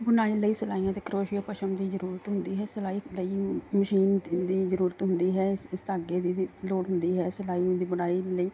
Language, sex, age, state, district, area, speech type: Punjabi, female, 30-45, Punjab, Mansa, urban, spontaneous